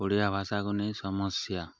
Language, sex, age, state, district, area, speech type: Odia, male, 18-30, Odisha, Nuapada, urban, spontaneous